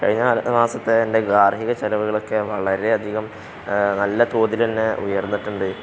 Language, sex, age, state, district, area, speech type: Malayalam, male, 18-30, Kerala, Palakkad, rural, spontaneous